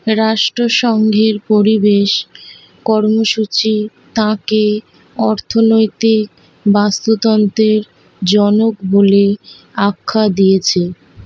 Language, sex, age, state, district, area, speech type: Bengali, female, 18-30, West Bengal, Kolkata, urban, read